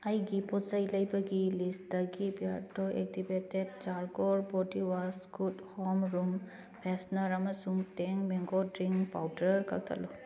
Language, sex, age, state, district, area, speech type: Manipuri, female, 30-45, Manipur, Kakching, rural, read